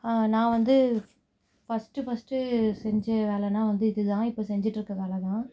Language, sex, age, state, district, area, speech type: Tamil, female, 18-30, Tamil Nadu, Mayiladuthurai, rural, spontaneous